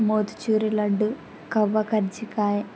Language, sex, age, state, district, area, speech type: Telugu, female, 18-30, Andhra Pradesh, Kurnool, rural, spontaneous